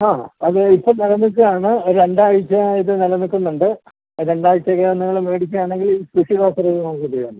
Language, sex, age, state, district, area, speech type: Malayalam, male, 60+, Kerala, Malappuram, rural, conversation